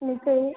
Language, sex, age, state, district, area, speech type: Hindi, female, 18-30, Rajasthan, Jodhpur, urban, conversation